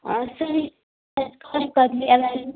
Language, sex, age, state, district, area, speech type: Kashmiri, female, 30-45, Jammu and Kashmir, Ganderbal, rural, conversation